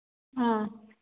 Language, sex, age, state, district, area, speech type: Manipuri, female, 18-30, Manipur, Churachandpur, rural, conversation